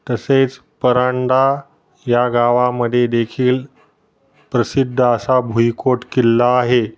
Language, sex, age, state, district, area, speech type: Marathi, male, 30-45, Maharashtra, Osmanabad, rural, spontaneous